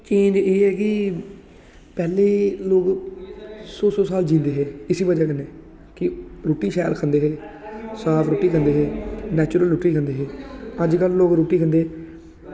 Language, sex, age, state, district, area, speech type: Dogri, male, 18-30, Jammu and Kashmir, Samba, rural, spontaneous